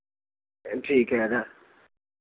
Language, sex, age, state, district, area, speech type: Hindi, male, 45-60, Uttar Pradesh, Lucknow, rural, conversation